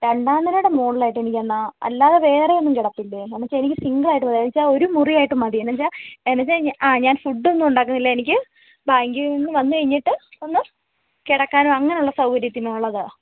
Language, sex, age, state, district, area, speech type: Malayalam, female, 18-30, Kerala, Kozhikode, rural, conversation